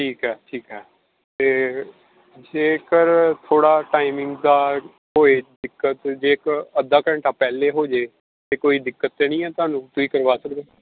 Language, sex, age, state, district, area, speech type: Punjabi, male, 18-30, Punjab, Pathankot, urban, conversation